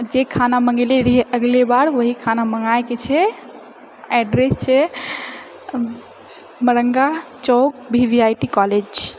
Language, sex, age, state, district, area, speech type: Maithili, female, 30-45, Bihar, Purnia, urban, spontaneous